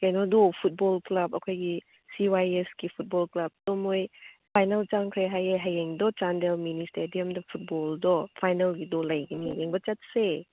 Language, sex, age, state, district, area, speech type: Manipuri, female, 30-45, Manipur, Chandel, rural, conversation